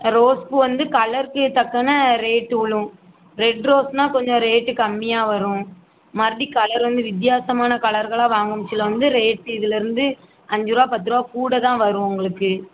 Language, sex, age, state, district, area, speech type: Tamil, female, 18-30, Tamil Nadu, Thoothukudi, urban, conversation